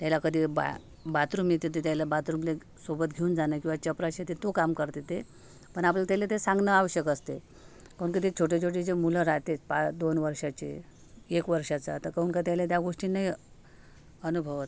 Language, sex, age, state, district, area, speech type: Marathi, female, 30-45, Maharashtra, Amravati, urban, spontaneous